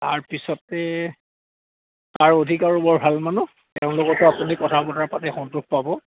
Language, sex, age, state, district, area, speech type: Assamese, male, 60+, Assam, Lakhimpur, rural, conversation